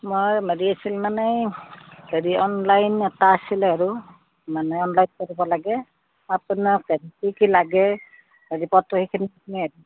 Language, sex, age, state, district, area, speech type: Assamese, female, 45-60, Assam, Udalguri, rural, conversation